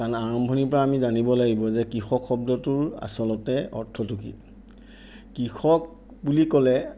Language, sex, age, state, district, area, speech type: Assamese, male, 60+, Assam, Sonitpur, urban, spontaneous